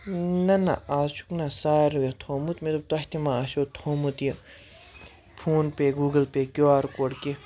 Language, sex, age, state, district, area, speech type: Kashmiri, female, 18-30, Jammu and Kashmir, Kupwara, rural, spontaneous